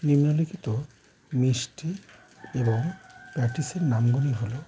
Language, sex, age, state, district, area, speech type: Bengali, male, 45-60, West Bengal, Howrah, urban, spontaneous